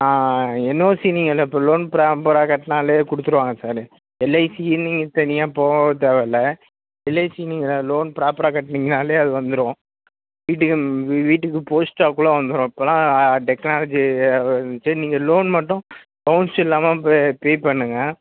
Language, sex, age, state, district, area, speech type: Tamil, male, 18-30, Tamil Nadu, Madurai, urban, conversation